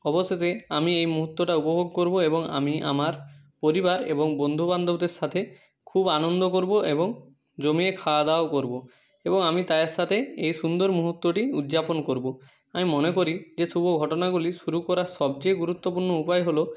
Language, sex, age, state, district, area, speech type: Bengali, male, 60+, West Bengal, Purba Medinipur, rural, spontaneous